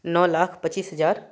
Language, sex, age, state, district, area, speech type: Maithili, male, 30-45, Bihar, Darbhanga, rural, spontaneous